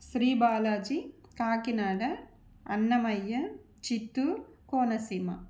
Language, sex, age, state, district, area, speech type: Telugu, female, 45-60, Andhra Pradesh, Nellore, urban, spontaneous